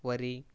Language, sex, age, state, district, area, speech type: Telugu, male, 30-45, Andhra Pradesh, Kakinada, rural, spontaneous